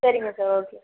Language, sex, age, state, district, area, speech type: Tamil, female, 45-60, Tamil Nadu, Pudukkottai, rural, conversation